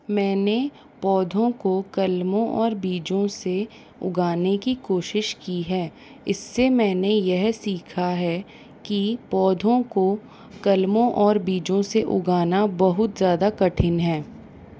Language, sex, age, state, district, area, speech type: Hindi, female, 45-60, Rajasthan, Jaipur, urban, spontaneous